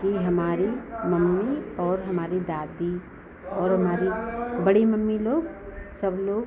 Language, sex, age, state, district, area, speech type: Hindi, female, 45-60, Uttar Pradesh, Lucknow, rural, spontaneous